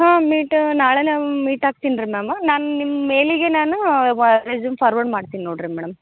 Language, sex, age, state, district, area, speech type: Kannada, female, 30-45, Karnataka, Gadag, rural, conversation